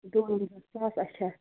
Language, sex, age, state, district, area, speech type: Kashmiri, female, 30-45, Jammu and Kashmir, Pulwama, urban, conversation